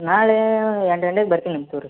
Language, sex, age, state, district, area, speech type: Kannada, male, 18-30, Karnataka, Gadag, urban, conversation